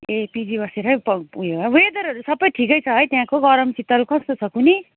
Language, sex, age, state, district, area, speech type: Nepali, female, 30-45, West Bengal, Kalimpong, rural, conversation